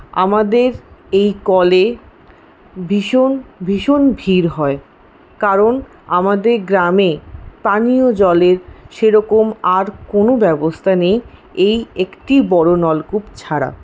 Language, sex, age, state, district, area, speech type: Bengali, female, 18-30, West Bengal, Paschim Bardhaman, rural, spontaneous